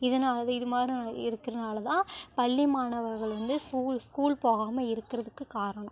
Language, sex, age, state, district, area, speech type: Tamil, female, 18-30, Tamil Nadu, Namakkal, rural, spontaneous